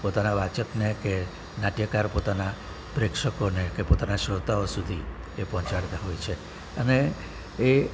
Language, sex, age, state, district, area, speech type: Gujarati, male, 60+, Gujarat, Surat, urban, spontaneous